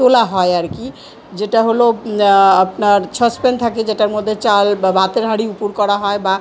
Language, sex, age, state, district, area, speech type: Bengali, female, 45-60, West Bengal, South 24 Parganas, urban, spontaneous